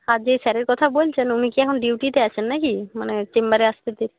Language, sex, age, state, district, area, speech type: Bengali, female, 18-30, West Bengal, North 24 Parganas, rural, conversation